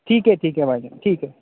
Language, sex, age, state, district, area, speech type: Urdu, male, 30-45, Uttar Pradesh, Aligarh, urban, conversation